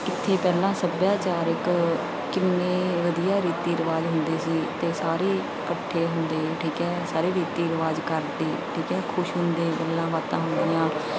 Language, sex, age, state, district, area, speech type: Punjabi, female, 30-45, Punjab, Bathinda, urban, spontaneous